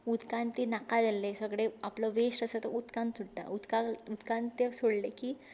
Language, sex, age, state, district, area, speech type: Goan Konkani, female, 18-30, Goa, Tiswadi, rural, spontaneous